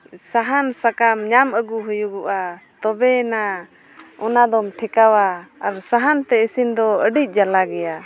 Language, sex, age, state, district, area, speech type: Santali, female, 30-45, Jharkhand, East Singhbhum, rural, spontaneous